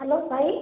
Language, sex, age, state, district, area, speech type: Odia, female, 30-45, Odisha, Khordha, rural, conversation